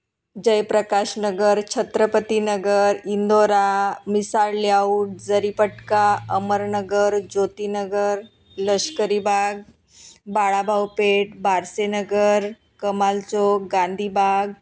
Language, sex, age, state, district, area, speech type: Marathi, female, 30-45, Maharashtra, Nagpur, urban, spontaneous